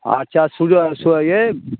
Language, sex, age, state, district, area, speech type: Bengali, male, 45-60, West Bengal, Hooghly, rural, conversation